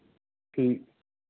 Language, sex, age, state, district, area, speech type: Punjabi, male, 30-45, Punjab, Mohali, urban, conversation